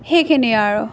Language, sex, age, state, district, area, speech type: Assamese, female, 30-45, Assam, Jorhat, rural, spontaneous